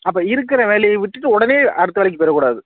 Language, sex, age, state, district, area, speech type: Tamil, male, 18-30, Tamil Nadu, Nagapattinam, rural, conversation